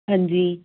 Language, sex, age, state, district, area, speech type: Punjabi, female, 18-30, Punjab, Patiala, urban, conversation